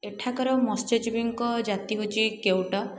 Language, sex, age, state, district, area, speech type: Odia, female, 18-30, Odisha, Puri, urban, spontaneous